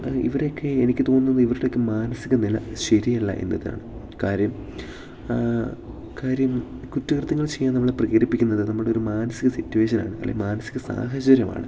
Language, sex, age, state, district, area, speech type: Malayalam, male, 18-30, Kerala, Idukki, rural, spontaneous